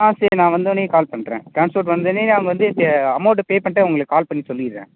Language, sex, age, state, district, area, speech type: Tamil, male, 30-45, Tamil Nadu, Tiruvarur, urban, conversation